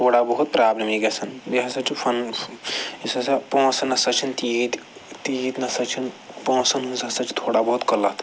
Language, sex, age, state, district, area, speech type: Kashmiri, male, 45-60, Jammu and Kashmir, Srinagar, urban, spontaneous